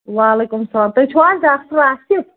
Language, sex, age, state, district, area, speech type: Kashmiri, female, 18-30, Jammu and Kashmir, Pulwama, rural, conversation